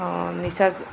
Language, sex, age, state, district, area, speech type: Odia, female, 45-60, Odisha, Koraput, urban, spontaneous